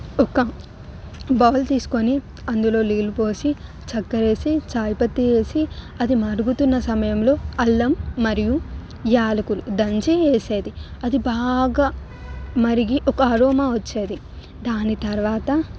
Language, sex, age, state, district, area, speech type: Telugu, female, 18-30, Telangana, Hyderabad, urban, spontaneous